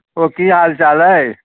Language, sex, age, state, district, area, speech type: Maithili, male, 60+, Bihar, Muzaffarpur, urban, conversation